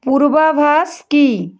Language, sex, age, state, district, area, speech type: Bengali, female, 45-60, West Bengal, Bankura, urban, read